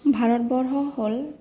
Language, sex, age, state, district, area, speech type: Assamese, female, 18-30, Assam, Sonitpur, rural, spontaneous